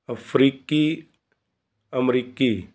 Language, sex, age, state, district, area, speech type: Punjabi, male, 45-60, Punjab, Fazilka, rural, read